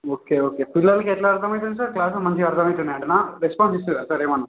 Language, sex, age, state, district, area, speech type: Telugu, male, 18-30, Telangana, Nizamabad, urban, conversation